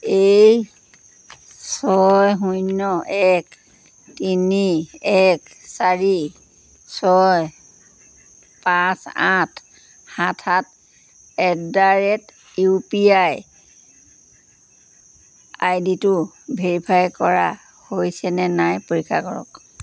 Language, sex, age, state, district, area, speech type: Assamese, female, 60+, Assam, Dhemaji, rural, read